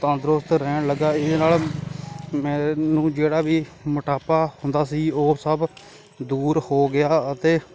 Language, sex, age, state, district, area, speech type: Punjabi, male, 18-30, Punjab, Kapurthala, rural, spontaneous